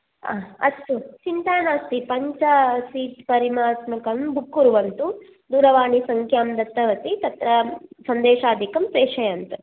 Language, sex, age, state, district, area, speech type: Sanskrit, female, 18-30, Karnataka, Dakshina Kannada, rural, conversation